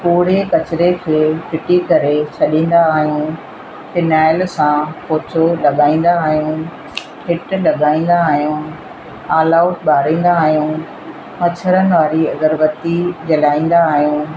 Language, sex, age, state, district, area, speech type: Sindhi, female, 60+, Madhya Pradesh, Katni, urban, spontaneous